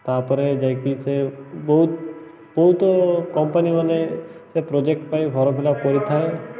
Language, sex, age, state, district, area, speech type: Odia, male, 18-30, Odisha, Malkangiri, urban, spontaneous